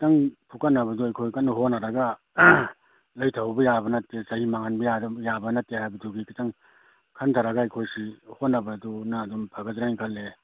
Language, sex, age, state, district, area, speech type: Manipuri, male, 60+, Manipur, Kakching, rural, conversation